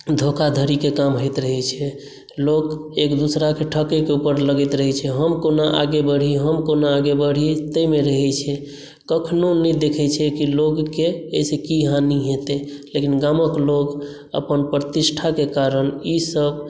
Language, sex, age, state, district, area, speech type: Maithili, male, 18-30, Bihar, Madhubani, rural, spontaneous